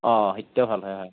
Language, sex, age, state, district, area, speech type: Assamese, male, 30-45, Assam, Goalpara, rural, conversation